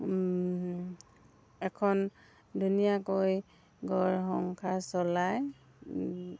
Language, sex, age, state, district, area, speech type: Assamese, female, 60+, Assam, Dibrugarh, rural, spontaneous